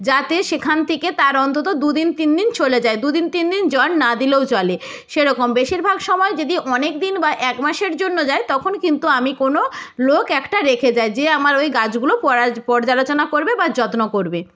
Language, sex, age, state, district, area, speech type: Bengali, female, 60+, West Bengal, Nadia, rural, spontaneous